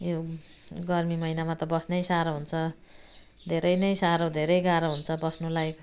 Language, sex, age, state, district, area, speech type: Nepali, female, 60+, West Bengal, Jalpaiguri, urban, spontaneous